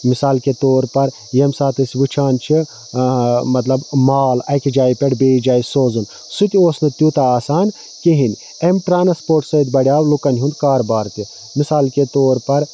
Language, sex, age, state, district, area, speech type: Kashmiri, male, 30-45, Jammu and Kashmir, Budgam, rural, spontaneous